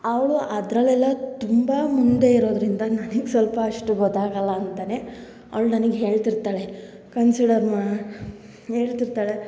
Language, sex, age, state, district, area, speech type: Kannada, female, 18-30, Karnataka, Hassan, urban, spontaneous